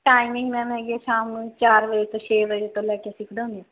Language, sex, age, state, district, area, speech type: Punjabi, female, 30-45, Punjab, Bathinda, rural, conversation